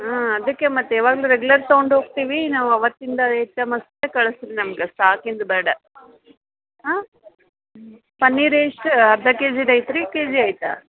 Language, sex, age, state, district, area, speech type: Kannada, female, 45-60, Karnataka, Dharwad, urban, conversation